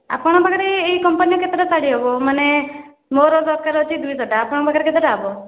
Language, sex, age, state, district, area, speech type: Odia, female, 18-30, Odisha, Khordha, rural, conversation